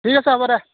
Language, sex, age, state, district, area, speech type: Assamese, male, 30-45, Assam, Golaghat, urban, conversation